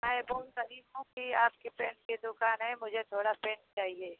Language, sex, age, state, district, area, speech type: Hindi, female, 60+, Uttar Pradesh, Mau, rural, conversation